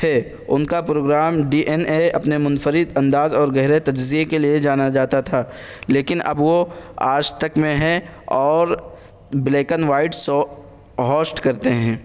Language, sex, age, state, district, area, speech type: Urdu, male, 18-30, Uttar Pradesh, Saharanpur, urban, spontaneous